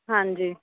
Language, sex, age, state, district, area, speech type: Punjabi, female, 30-45, Punjab, Fazilka, urban, conversation